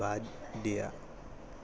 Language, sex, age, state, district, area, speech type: Assamese, male, 18-30, Assam, Morigaon, rural, read